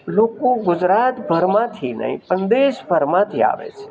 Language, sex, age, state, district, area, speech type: Gujarati, male, 60+, Gujarat, Rajkot, urban, spontaneous